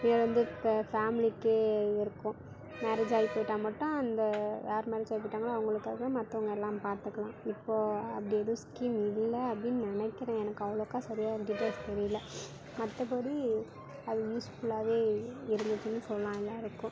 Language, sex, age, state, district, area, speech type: Tamil, female, 30-45, Tamil Nadu, Mayiladuthurai, urban, spontaneous